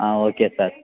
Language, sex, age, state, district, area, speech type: Tamil, male, 18-30, Tamil Nadu, Thanjavur, rural, conversation